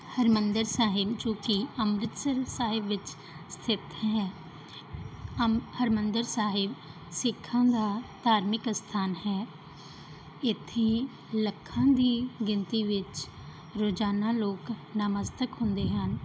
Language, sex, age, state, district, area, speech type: Punjabi, female, 30-45, Punjab, Mansa, urban, spontaneous